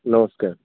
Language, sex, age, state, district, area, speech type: Odia, male, 18-30, Odisha, Kendrapara, urban, conversation